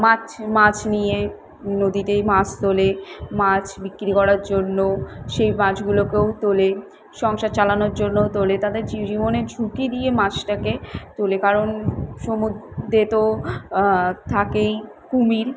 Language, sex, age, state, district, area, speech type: Bengali, female, 18-30, West Bengal, Kolkata, urban, spontaneous